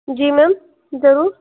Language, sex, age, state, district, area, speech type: Hindi, female, 18-30, Madhya Pradesh, Betul, rural, conversation